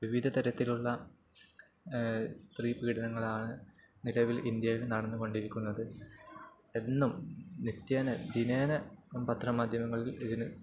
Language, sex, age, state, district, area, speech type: Malayalam, male, 18-30, Kerala, Kozhikode, rural, spontaneous